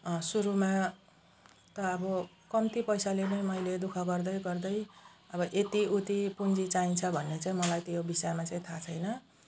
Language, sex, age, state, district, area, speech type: Nepali, female, 45-60, West Bengal, Jalpaiguri, urban, spontaneous